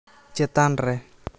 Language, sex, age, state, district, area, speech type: Santali, male, 18-30, West Bengal, Jhargram, rural, read